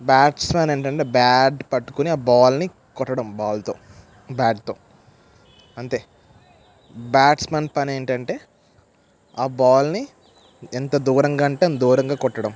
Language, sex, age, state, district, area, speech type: Telugu, male, 18-30, Andhra Pradesh, West Godavari, rural, spontaneous